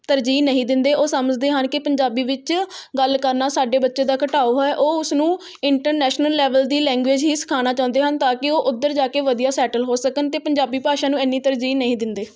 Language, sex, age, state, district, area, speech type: Punjabi, female, 18-30, Punjab, Rupnagar, rural, spontaneous